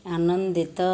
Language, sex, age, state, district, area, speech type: Odia, female, 60+, Odisha, Khordha, rural, read